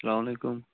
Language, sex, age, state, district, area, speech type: Kashmiri, male, 18-30, Jammu and Kashmir, Bandipora, rural, conversation